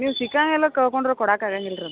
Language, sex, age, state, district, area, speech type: Kannada, female, 60+, Karnataka, Belgaum, rural, conversation